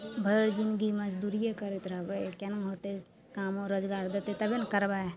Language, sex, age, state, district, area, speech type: Maithili, female, 30-45, Bihar, Madhepura, rural, spontaneous